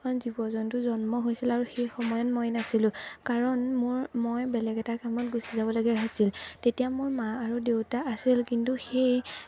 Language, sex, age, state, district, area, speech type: Assamese, female, 18-30, Assam, Majuli, urban, spontaneous